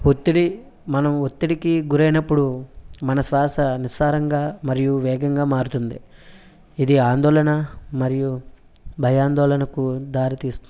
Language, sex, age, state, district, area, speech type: Telugu, male, 30-45, Andhra Pradesh, West Godavari, rural, spontaneous